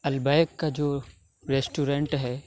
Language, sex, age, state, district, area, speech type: Urdu, male, 30-45, Uttar Pradesh, Lucknow, rural, spontaneous